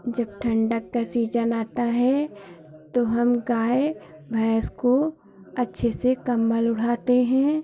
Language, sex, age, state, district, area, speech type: Hindi, female, 45-60, Uttar Pradesh, Hardoi, rural, spontaneous